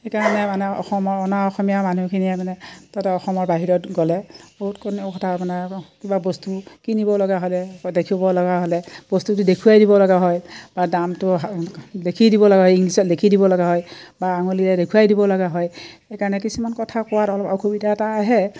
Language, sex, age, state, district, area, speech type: Assamese, female, 60+, Assam, Udalguri, rural, spontaneous